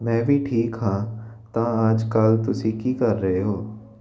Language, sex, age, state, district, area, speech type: Punjabi, male, 18-30, Punjab, Jalandhar, urban, read